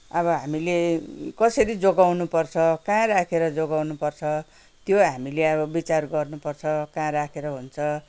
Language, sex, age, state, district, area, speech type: Nepali, female, 60+, West Bengal, Kalimpong, rural, spontaneous